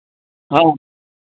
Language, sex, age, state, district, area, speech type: Hindi, male, 60+, Uttar Pradesh, Hardoi, rural, conversation